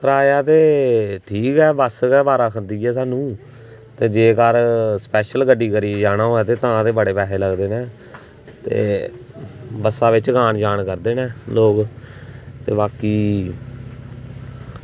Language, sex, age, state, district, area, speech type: Dogri, male, 18-30, Jammu and Kashmir, Samba, rural, spontaneous